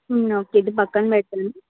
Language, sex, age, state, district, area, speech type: Telugu, female, 30-45, Andhra Pradesh, N T Rama Rao, urban, conversation